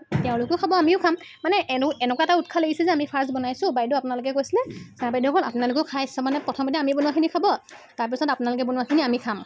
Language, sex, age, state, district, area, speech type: Assamese, female, 18-30, Assam, Sivasagar, urban, spontaneous